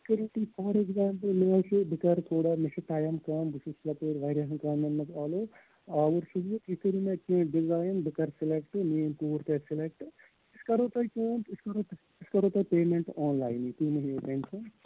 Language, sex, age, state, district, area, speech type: Kashmiri, male, 18-30, Jammu and Kashmir, Srinagar, urban, conversation